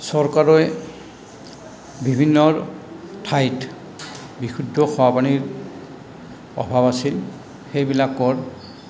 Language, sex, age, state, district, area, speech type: Assamese, male, 60+, Assam, Goalpara, rural, spontaneous